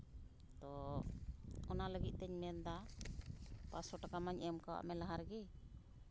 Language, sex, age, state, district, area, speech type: Santali, female, 45-60, West Bengal, Uttar Dinajpur, rural, spontaneous